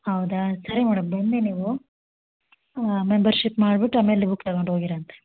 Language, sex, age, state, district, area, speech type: Kannada, female, 30-45, Karnataka, Hassan, urban, conversation